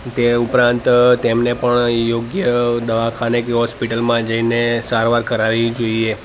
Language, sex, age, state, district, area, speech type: Gujarati, male, 30-45, Gujarat, Ahmedabad, urban, spontaneous